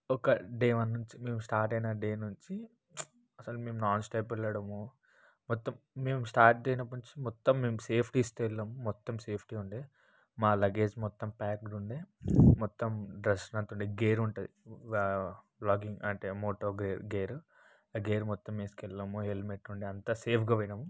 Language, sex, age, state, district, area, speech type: Telugu, male, 30-45, Telangana, Ranga Reddy, urban, spontaneous